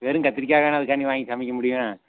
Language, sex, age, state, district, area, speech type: Tamil, male, 30-45, Tamil Nadu, Madurai, urban, conversation